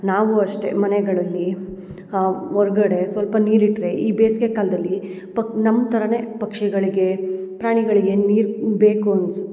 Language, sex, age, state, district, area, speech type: Kannada, female, 30-45, Karnataka, Hassan, urban, spontaneous